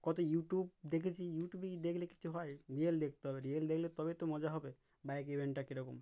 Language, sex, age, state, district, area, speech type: Bengali, male, 18-30, West Bengal, Uttar Dinajpur, urban, spontaneous